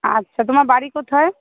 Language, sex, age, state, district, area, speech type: Bengali, female, 30-45, West Bengal, Hooghly, urban, conversation